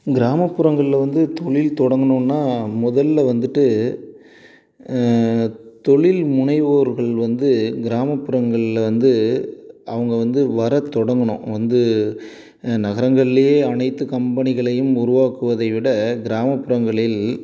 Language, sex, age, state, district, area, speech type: Tamil, male, 30-45, Tamil Nadu, Salem, rural, spontaneous